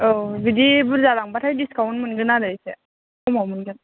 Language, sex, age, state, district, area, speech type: Bodo, female, 30-45, Assam, Chirang, urban, conversation